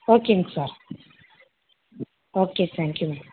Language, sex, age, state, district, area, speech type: Tamil, female, 18-30, Tamil Nadu, Madurai, urban, conversation